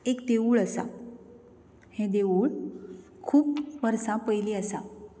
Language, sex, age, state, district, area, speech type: Goan Konkani, female, 30-45, Goa, Canacona, rural, spontaneous